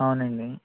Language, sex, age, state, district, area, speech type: Telugu, female, 30-45, Andhra Pradesh, West Godavari, rural, conversation